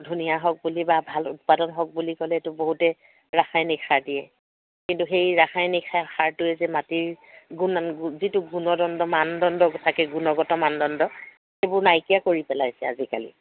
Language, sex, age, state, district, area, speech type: Assamese, female, 60+, Assam, Dibrugarh, rural, conversation